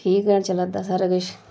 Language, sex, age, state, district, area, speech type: Dogri, female, 45-60, Jammu and Kashmir, Udhampur, rural, spontaneous